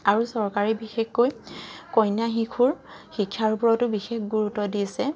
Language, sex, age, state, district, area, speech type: Assamese, female, 45-60, Assam, Charaideo, urban, spontaneous